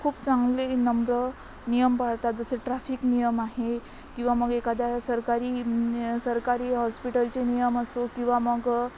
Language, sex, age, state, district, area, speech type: Marathi, female, 18-30, Maharashtra, Amravati, rural, spontaneous